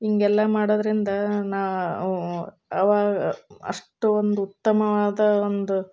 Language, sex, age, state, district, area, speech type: Kannada, female, 30-45, Karnataka, Koppal, urban, spontaneous